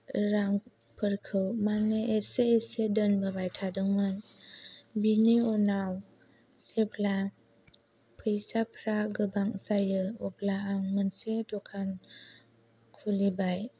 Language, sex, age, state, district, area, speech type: Bodo, female, 18-30, Assam, Kokrajhar, rural, spontaneous